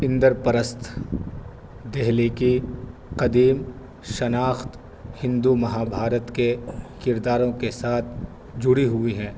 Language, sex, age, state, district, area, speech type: Urdu, male, 30-45, Delhi, North East Delhi, urban, spontaneous